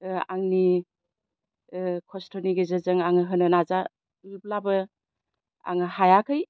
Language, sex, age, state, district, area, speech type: Bodo, female, 60+, Assam, Chirang, rural, spontaneous